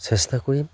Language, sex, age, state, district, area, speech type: Assamese, male, 30-45, Assam, Charaideo, rural, spontaneous